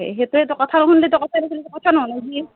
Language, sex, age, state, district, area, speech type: Assamese, female, 30-45, Assam, Nalbari, rural, conversation